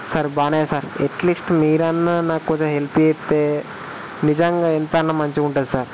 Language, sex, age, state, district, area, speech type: Telugu, male, 18-30, Telangana, Jayashankar, rural, spontaneous